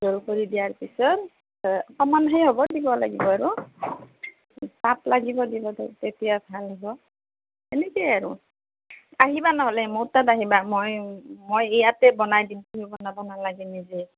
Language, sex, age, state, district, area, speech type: Assamese, female, 45-60, Assam, Nalbari, rural, conversation